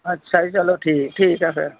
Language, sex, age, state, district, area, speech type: Punjabi, female, 60+, Punjab, Pathankot, urban, conversation